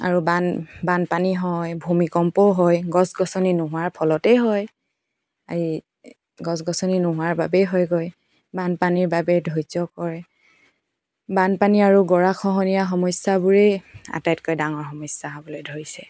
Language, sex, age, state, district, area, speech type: Assamese, female, 18-30, Assam, Tinsukia, urban, spontaneous